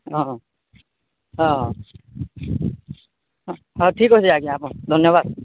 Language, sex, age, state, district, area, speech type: Odia, male, 45-60, Odisha, Nuapada, urban, conversation